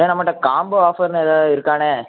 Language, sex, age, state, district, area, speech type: Tamil, male, 18-30, Tamil Nadu, Thoothukudi, rural, conversation